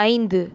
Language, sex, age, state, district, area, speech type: Tamil, female, 18-30, Tamil Nadu, Erode, rural, read